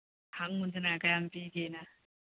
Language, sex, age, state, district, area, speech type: Manipuri, female, 45-60, Manipur, Churachandpur, urban, conversation